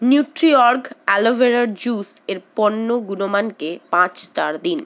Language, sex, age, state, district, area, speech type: Bengali, female, 60+, West Bengal, Paschim Bardhaman, urban, read